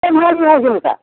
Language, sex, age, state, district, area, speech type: Hindi, female, 60+, Bihar, Samastipur, rural, conversation